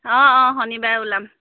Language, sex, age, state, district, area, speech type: Assamese, female, 30-45, Assam, Sivasagar, rural, conversation